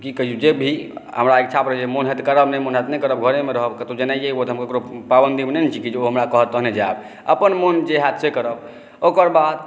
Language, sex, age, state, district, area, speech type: Maithili, male, 30-45, Bihar, Saharsa, urban, spontaneous